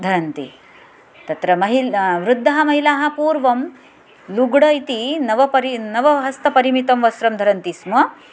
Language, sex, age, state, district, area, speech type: Sanskrit, female, 45-60, Maharashtra, Nagpur, urban, spontaneous